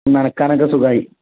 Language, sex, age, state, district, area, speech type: Malayalam, male, 18-30, Kerala, Malappuram, rural, conversation